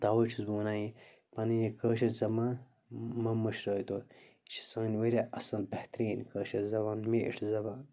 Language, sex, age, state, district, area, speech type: Kashmiri, male, 30-45, Jammu and Kashmir, Bandipora, rural, spontaneous